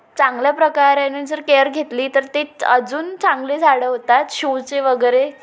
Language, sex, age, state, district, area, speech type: Marathi, female, 18-30, Maharashtra, Wardha, rural, spontaneous